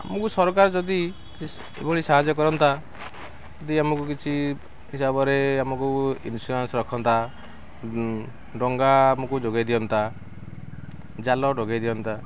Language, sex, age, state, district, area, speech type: Odia, male, 45-60, Odisha, Kendrapara, urban, spontaneous